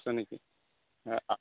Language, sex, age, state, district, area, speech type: Assamese, male, 30-45, Assam, Nagaon, rural, conversation